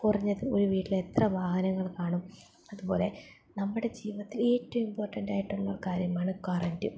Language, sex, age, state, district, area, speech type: Malayalam, female, 18-30, Kerala, Palakkad, rural, spontaneous